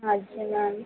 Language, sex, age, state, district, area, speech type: Hindi, female, 18-30, Madhya Pradesh, Harda, rural, conversation